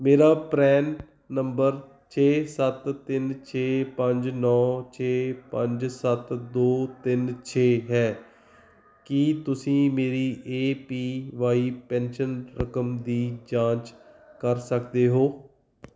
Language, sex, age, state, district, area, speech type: Punjabi, male, 30-45, Punjab, Fatehgarh Sahib, urban, read